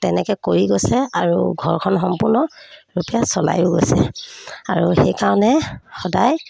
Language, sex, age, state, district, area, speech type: Assamese, female, 30-45, Assam, Sivasagar, rural, spontaneous